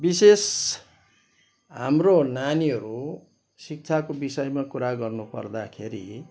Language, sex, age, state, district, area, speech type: Nepali, male, 60+, West Bengal, Kalimpong, rural, spontaneous